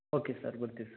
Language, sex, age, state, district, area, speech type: Kannada, male, 18-30, Karnataka, Tumkur, rural, conversation